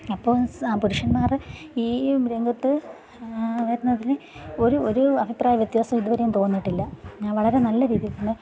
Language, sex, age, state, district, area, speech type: Malayalam, female, 30-45, Kerala, Thiruvananthapuram, rural, spontaneous